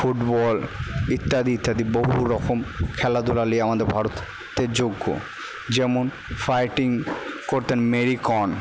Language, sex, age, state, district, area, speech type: Bengali, male, 18-30, West Bengal, Purba Bardhaman, urban, spontaneous